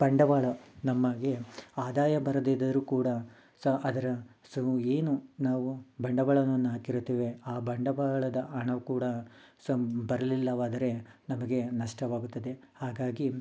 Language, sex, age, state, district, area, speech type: Kannada, male, 30-45, Karnataka, Mysore, urban, spontaneous